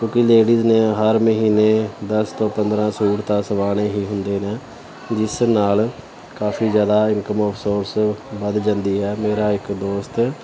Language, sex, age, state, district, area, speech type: Punjabi, male, 30-45, Punjab, Pathankot, urban, spontaneous